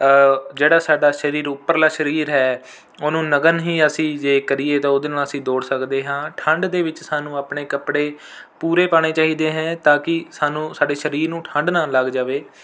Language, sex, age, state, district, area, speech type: Punjabi, male, 18-30, Punjab, Rupnagar, urban, spontaneous